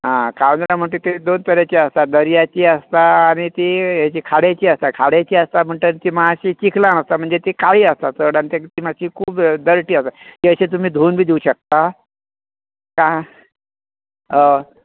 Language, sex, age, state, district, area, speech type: Goan Konkani, male, 45-60, Goa, Bardez, rural, conversation